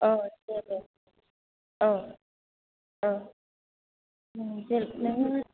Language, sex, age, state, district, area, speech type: Bodo, female, 18-30, Assam, Kokrajhar, rural, conversation